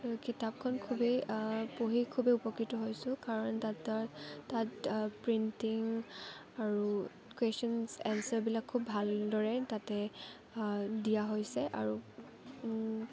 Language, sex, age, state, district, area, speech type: Assamese, female, 18-30, Assam, Kamrup Metropolitan, rural, spontaneous